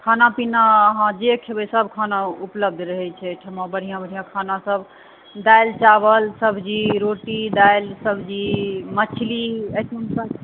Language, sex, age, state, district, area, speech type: Maithili, female, 60+, Bihar, Supaul, rural, conversation